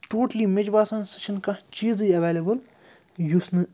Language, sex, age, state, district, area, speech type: Kashmiri, male, 30-45, Jammu and Kashmir, Srinagar, urban, spontaneous